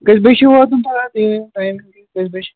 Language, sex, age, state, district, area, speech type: Kashmiri, male, 45-60, Jammu and Kashmir, Srinagar, urban, conversation